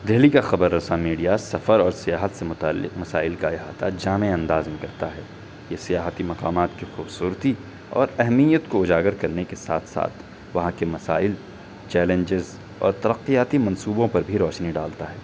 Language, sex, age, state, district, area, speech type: Urdu, male, 18-30, Delhi, North West Delhi, urban, spontaneous